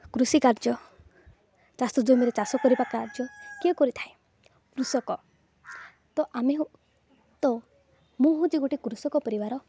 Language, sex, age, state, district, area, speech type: Odia, female, 18-30, Odisha, Nabarangpur, urban, spontaneous